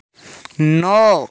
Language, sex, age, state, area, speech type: Hindi, male, 18-30, Rajasthan, rural, read